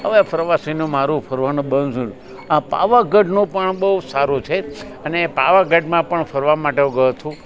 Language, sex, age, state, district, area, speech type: Gujarati, male, 60+, Gujarat, Rajkot, rural, spontaneous